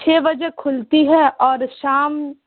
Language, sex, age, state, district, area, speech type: Urdu, female, 18-30, Bihar, Darbhanga, rural, conversation